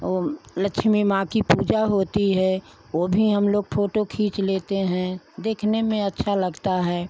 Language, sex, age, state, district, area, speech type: Hindi, female, 60+, Uttar Pradesh, Pratapgarh, rural, spontaneous